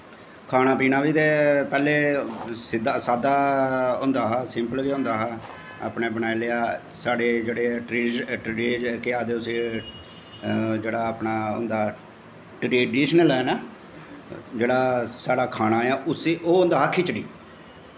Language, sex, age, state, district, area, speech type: Dogri, male, 45-60, Jammu and Kashmir, Jammu, urban, spontaneous